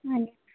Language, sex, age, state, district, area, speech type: Odia, female, 30-45, Odisha, Kendrapara, urban, conversation